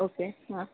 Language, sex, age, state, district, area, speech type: Marathi, female, 18-30, Maharashtra, Akola, urban, conversation